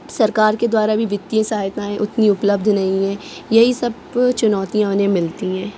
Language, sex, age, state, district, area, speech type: Hindi, female, 18-30, Madhya Pradesh, Jabalpur, urban, spontaneous